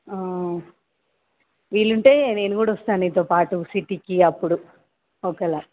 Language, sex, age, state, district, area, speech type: Telugu, female, 18-30, Telangana, Nalgonda, urban, conversation